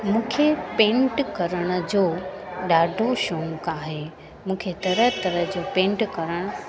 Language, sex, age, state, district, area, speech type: Sindhi, female, 30-45, Gujarat, Junagadh, urban, spontaneous